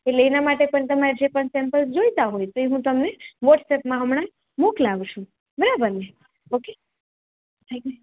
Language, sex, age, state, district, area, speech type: Gujarati, female, 30-45, Gujarat, Rajkot, urban, conversation